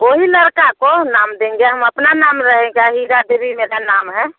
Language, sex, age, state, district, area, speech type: Hindi, female, 60+, Bihar, Muzaffarpur, rural, conversation